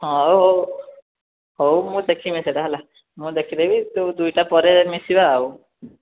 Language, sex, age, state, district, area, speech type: Odia, male, 18-30, Odisha, Rayagada, rural, conversation